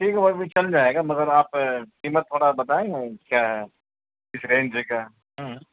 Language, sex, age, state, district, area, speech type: Urdu, male, 30-45, Delhi, South Delhi, rural, conversation